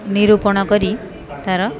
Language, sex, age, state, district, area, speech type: Odia, female, 30-45, Odisha, Koraput, urban, spontaneous